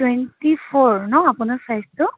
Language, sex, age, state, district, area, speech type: Assamese, female, 30-45, Assam, Dibrugarh, rural, conversation